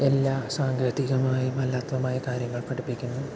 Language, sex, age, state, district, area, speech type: Malayalam, male, 18-30, Kerala, Palakkad, rural, spontaneous